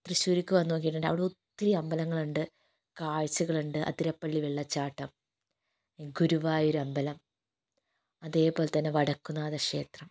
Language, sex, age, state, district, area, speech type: Malayalam, female, 60+, Kerala, Wayanad, rural, spontaneous